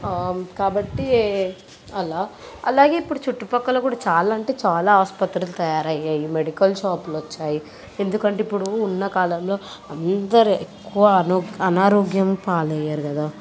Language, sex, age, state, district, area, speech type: Telugu, female, 18-30, Telangana, Medchal, urban, spontaneous